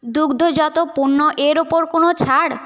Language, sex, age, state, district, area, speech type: Bengali, female, 18-30, West Bengal, Paschim Bardhaman, rural, read